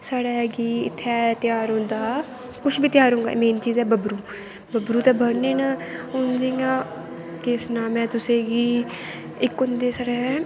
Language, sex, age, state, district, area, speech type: Dogri, female, 18-30, Jammu and Kashmir, Kathua, rural, spontaneous